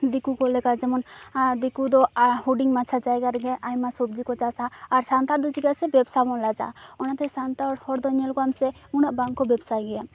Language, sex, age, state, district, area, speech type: Santali, female, 18-30, West Bengal, Purulia, rural, spontaneous